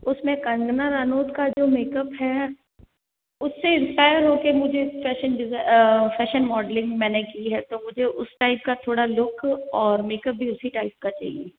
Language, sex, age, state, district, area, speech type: Hindi, female, 60+, Rajasthan, Jodhpur, urban, conversation